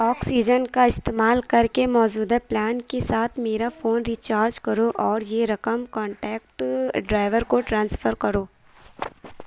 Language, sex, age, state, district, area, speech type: Urdu, female, 30-45, Uttar Pradesh, Lucknow, rural, read